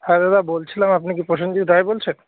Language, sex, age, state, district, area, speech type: Bengali, male, 18-30, West Bengal, Jalpaiguri, urban, conversation